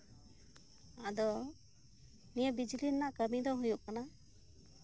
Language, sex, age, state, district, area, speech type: Santali, female, 30-45, West Bengal, Birbhum, rural, spontaneous